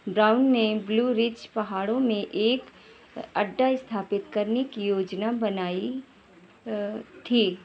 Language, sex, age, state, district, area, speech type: Hindi, female, 60+, Uttar Pradesh, Hardoi, rural, read